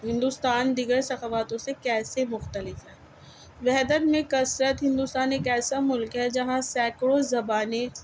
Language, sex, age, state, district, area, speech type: Urdu, female, 45-60, Delhi, South Delhi, urban, spontaneous